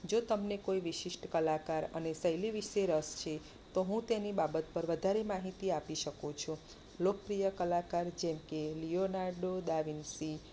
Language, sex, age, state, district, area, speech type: Gujarati, female, 30-45, Gujarat, Kheda, rural, spontaneous